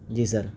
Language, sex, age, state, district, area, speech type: Urdu, male, 18-30, Delhi, East Delhi, urban, spontaneous